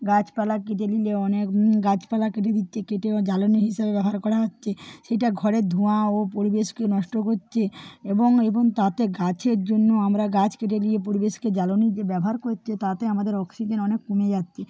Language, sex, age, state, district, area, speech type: Bengali, female, 45-60, West Bengal, Purba Medinipur, rural, spontaneous